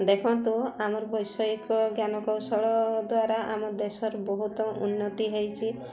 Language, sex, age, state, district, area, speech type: Odia, female, 60+, Odisha, Mayurbhanj, rural, spontaneous